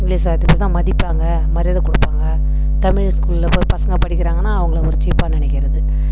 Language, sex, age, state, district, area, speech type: Tamil, female, 30-45, Tamil Nadu, Kallakurichi, rural, spontaneous